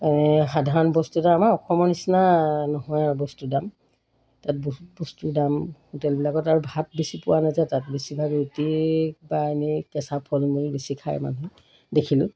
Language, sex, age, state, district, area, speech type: Assamese, female, 45-60, Assam, Golaghat, urban, spontaneous